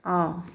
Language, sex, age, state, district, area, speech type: Manipuri, female, 45-60, Manipur, Bishnupur, rural, spontaneous